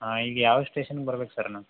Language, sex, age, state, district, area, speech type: Kannada, male, 30-45, Karnataka, Belgaum, rural, conversation